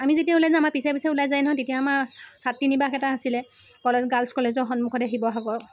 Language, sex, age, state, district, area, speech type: Assamese, female, 18-30, Assam, Sivasagar, urban, spontaneous